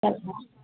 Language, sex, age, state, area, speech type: Sindhi, female, 30-45, Gujarat, urban, conversation